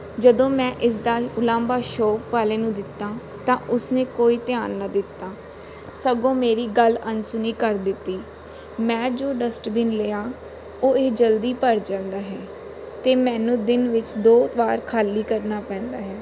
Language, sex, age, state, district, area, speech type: Punjabi, female, 18-30, Punjab, Mansa, urban, spontaneous